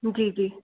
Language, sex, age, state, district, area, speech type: Hindi, female, 45-60, Madhya Pradesh, Bhopal, urban, conversation